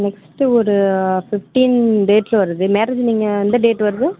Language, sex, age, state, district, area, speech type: Tamil, female, 30-45, Tamil Nadu, Mayiladuthurai, urban, conversation